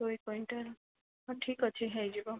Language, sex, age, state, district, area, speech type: Odia, female, 18-30, Odisha, Kandhamal, rural, conversation